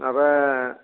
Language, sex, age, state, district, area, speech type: Bodo, male, 45-60, Assam, Chirang, rural, conversation